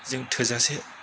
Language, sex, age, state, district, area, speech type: Bodo, male, 45-60, Assam, Kokrajhar, rural, spontaneous